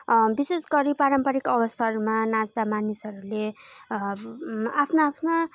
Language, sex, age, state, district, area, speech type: Nepali, female, 18-30, West Bengal, Darjeeling, rural, spontaneous